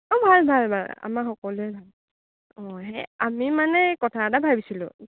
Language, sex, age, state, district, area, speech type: Assamese, female, 30-45, Assam, Lakhimpur, rural, conversation